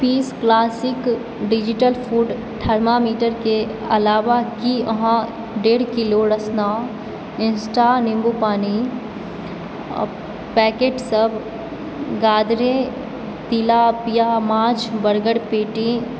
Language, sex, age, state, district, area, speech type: Maithili, female, 18-30, Bihar, Supaul, urban, read